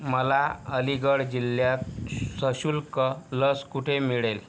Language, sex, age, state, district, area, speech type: Marathi, male, 30-45, Maharashtra, Yavatmal, rural, read